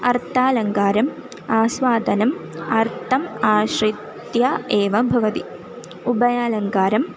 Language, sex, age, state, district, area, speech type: Sanskrit, female, 18-30, Kerala, Thrissur, rural, spontaneous